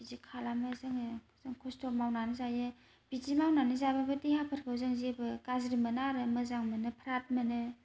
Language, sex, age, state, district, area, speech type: Bodo, other, 30-45, Assam, Kokrajhar, rural, spontaneous